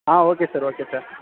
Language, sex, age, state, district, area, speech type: Tamil, male, 18-30, Tamil Nadu, Perambalur, urban, conversation